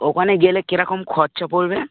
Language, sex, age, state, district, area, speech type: Bengali, male, 18-30, West Bengal, Dakshin Dinajpur, urban, conversation